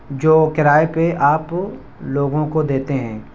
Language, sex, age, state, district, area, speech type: Urdu, male, 18-30, Uttar Pradesh, Siddharthnagar, rural, spontaneous